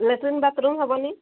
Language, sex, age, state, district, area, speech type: Odia, female, 60+, Odisha, Mayurbhanj, rural, conversation